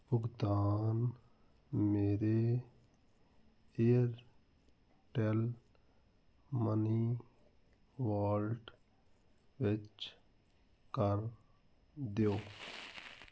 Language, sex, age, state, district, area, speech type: Punjabi, male, 45-60, Punjab, Fazilka, rural, read